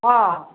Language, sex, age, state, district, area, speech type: Gujarati, female, 60+, Gujarat, Kheda, rural, conversation